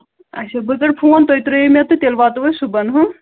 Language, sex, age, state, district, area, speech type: Kashmiri, female, 18-30, Jammu and Kashmir, Kulgam, rural, conversation